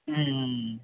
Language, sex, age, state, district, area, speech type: Tamil, male, 18-30, Tamil Nadu, Madurai, rural, conversation